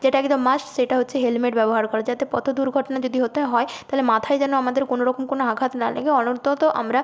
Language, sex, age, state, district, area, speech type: Bengali, female, 30-45, West Bengal, Nadia, rural, spontaneous